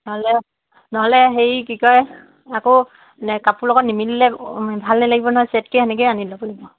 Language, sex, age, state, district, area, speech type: Assamese, female, 18-30, Assam, Dhemaji, urban, conversation